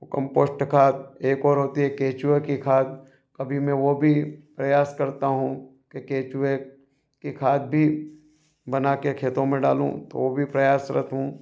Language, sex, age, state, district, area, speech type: Hindi, male, 45-60, Madhya Pradesh, Ujjain, urban, spontaneous